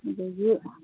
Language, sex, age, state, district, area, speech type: Manipuri, female, 45-60, Manipur, Kangpokpi, urban, conversation